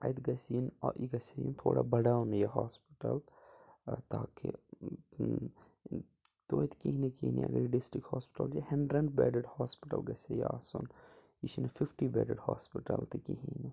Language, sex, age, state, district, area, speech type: Kashmiri, male, 18-30, Jammu and Kashmir, Budgam, rural, spontaneous